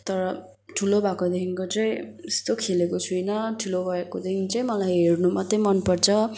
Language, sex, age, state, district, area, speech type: Nepali, female, 18-30, West Bengal, Kalimpong, rural, spontaneous